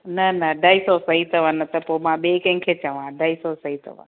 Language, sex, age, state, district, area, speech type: Sindhi, female, 45-60, Gujarat, Kutch, rural, conversation